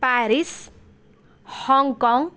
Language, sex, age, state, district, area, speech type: Sanskrit, female, 18-30, Karnataka, Uttara Kannada, rural, spontaneous